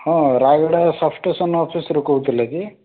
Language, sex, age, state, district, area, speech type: Odia, male, 30-45, Odisha, Rayagada, urban, conversation